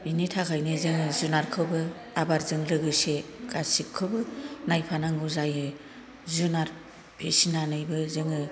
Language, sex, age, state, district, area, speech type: Bodo, female, 45-60, Assam, Kokrajhar, rural, spontaneous